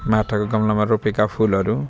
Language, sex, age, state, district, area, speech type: Nepali, male, 45-60, West Bengal, Jalpaiguri, rural, spontaneous